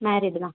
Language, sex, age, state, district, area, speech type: Tamil, female, 18-30, Tamil Nadu, Kanyakumari, rural, conversation